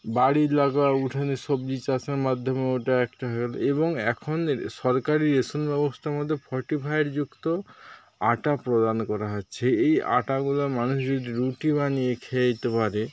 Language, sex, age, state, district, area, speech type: Bengali, male, 30-45, West Bengal, Paschim Medinipur, rural, spontaneous